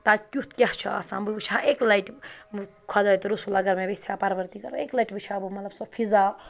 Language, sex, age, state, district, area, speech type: Kashmiri, female, 18-30, Jammu and Kashmir, Ganderbal, rural, spontaneous